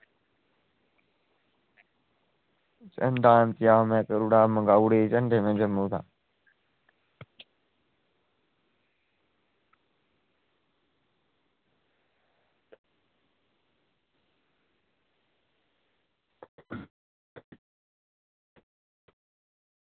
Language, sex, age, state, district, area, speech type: Dogri, male, 30-45, Jammu and Kashmir, Udhampur, rural, conversation